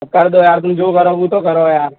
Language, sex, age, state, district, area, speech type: Hindi, male, 18-30, Rajasthan, Bharatpur, urban, conversation